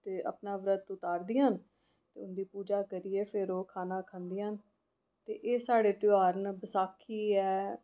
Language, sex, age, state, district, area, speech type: Dogri, female, 30-45, Jammu and Kashmir, Reasi, urban, spontaneous